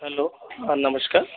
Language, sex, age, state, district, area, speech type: Marathi, male, 30-45, Maharashtra, Buldhana, urban, conversation